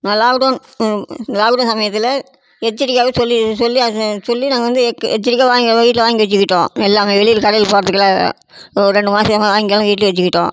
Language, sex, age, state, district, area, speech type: Tamil, female, 60+, Tamil Nadu, Namakkal, rural, spontaneous